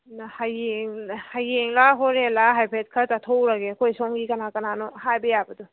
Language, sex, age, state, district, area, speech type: Manipuri, female, 18-30, Manipur, Kangpokpi, urban, conversation